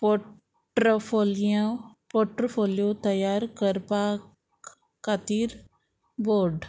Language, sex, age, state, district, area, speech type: Goan Konkani, female, 30-45, Goa, Murmgao, rural, spontaneous